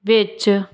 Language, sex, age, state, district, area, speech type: Punjabi, female, 18-30, Punjab, Hoshiarpur, rural, spontaneous